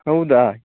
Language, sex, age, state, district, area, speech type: Kannada, male, 30-45, Karnataka, Chamarajanagar, rural, conversation